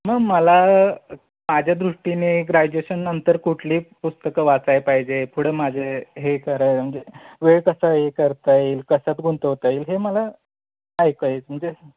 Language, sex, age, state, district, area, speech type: Marathi, male, 30-45, Maharashtra, Sangli, urban, conversation